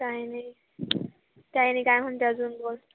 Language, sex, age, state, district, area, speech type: Marathi, female, 18-30, Maharashtra, Nashik, urban, conversation